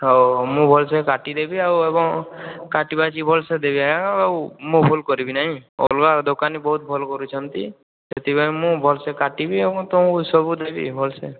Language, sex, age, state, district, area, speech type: Odia, male, 18-30, Odisha, Boudh, rural, conversation